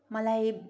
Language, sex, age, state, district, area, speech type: Nepali, female, 18-30, West Bengal, Kalimpong, rural, spontaneous